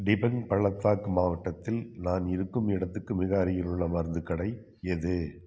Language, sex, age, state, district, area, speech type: Tamil, male, 60+, Tamil Nadu, Tiruppur, urban, read